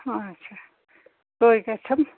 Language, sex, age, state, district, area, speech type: Kashmiri, female, 45-60, Jammu and Kashmir, Srinagar, urban, conversation